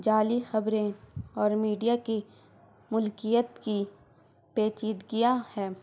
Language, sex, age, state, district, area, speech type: Urdu, female, 18-30, Bihar, Gaya, urban, spontaneous